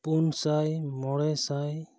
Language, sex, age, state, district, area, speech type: Santali, male, 18-30, Jharkhand, East Singhbhum, rural, spontaneous